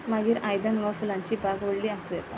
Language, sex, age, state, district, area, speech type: Goan Konkani, female, 30-45, Goa, Quepem, rural, spontaneous